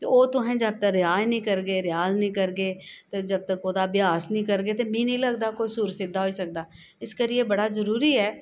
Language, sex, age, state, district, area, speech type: Dogri, female, 45-60, Jammu and Kashmir, Jammu, urban, spontaneous